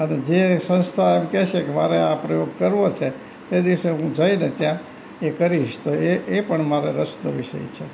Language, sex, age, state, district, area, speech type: Gujarati, male, 60+, Gujarat, Rajkot, rural, spontaneous